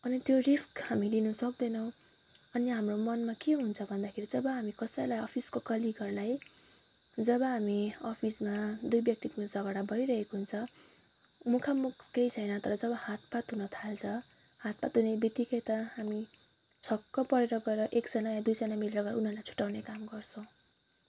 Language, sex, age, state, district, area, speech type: Nepali, female, 18-30, West Bengal, Kalimpong, rural, spontaneous